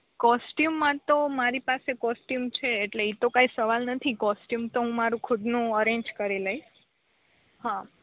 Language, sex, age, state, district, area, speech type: Gujarati, female, 18-30, Gujarat, Rajkot, rural, conversation